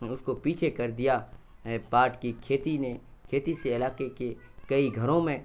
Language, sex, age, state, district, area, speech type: Urdu, male, 18-30, Bihar, Purnia, rural, spontaneous